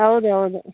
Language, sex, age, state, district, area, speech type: Kannada, female, 30-45, Karnataka, Mandya, rural, conversation